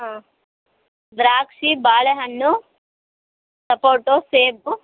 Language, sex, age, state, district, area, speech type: Kannada, female, 18-30, Karnataka, Bellary, urban, conversation